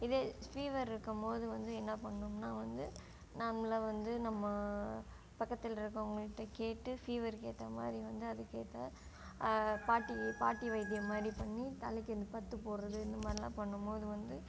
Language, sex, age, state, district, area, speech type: Tamil, female, 18-30, Tamil Nadu, Kallakurichi, rural, spontaneous